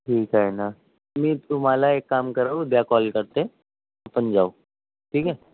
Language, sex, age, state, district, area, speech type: Marathi, male, 18-30, Maharashtra, Nagpur, urban, conversation